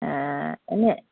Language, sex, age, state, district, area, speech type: Assamese, female, 30-45, Assam, Charaideo, rural, conversation